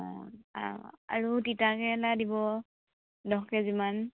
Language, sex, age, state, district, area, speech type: Assamese, female, 30-45, Assam, Tinsukia, urban, conversation